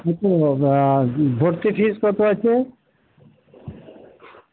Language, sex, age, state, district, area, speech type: Bengali, male, 60+, West Bengal, Murshidabad, rural, conversation